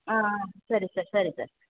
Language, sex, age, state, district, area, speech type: Kannada, female, 18-30, Karnataka, Hassan, rural, conversation